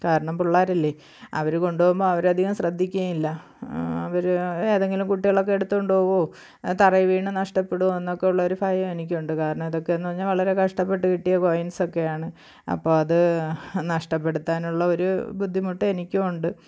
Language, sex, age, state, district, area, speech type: Malayalam, female, 45-60, Kerala, Thiruvananthapuram, rural, spontaneous